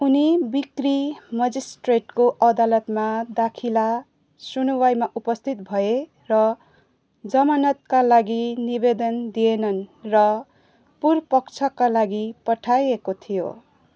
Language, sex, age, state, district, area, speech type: Nepali, female, 30-45, West Bengal, Jalpaiguri, urban, read